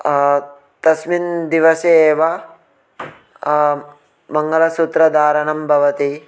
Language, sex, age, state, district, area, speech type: Sanskrit, male, 30-45, Telangana, Ranga Reddy, urban, spontaneous